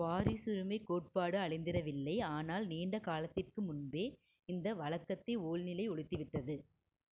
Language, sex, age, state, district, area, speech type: Tamil, female, 45-60, Tamil Nadu, Erode, rural, read